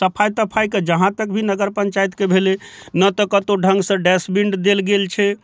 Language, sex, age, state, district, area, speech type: Maithili, male, 45-60, Bihar, Darbhanga, rural, spontaneous